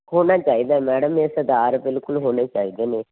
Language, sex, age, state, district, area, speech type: Punjabi, female, 45-60, Punjab, Fazilka, rural, conversation